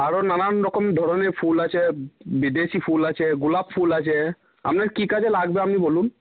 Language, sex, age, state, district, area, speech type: Bengali, male, 18-30, West Bengal, Cooch Behar, rural, conversation